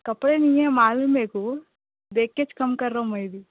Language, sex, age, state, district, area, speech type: Urdu, female, 30-45, Telangana, Hyderabad, urban, conversation